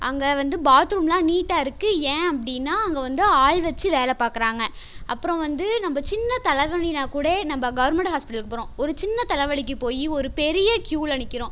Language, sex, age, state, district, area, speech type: Tamil, female, 18-30, Tamil Nadu, Tiruchirappalli, rural, spontaneous